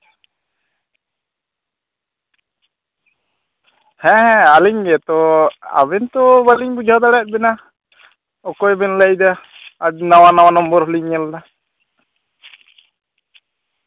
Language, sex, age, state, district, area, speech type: Santali, male, 18-30, West Bengal, Purulia, rural, conversation